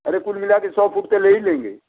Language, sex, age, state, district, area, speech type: Hindi, male, 60+, Uttar Pradesh, Mau, urban, conversation